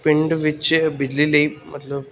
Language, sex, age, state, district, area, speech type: Punjabi, male, 18-30, Punjab, Pathankot, rural, spontaneous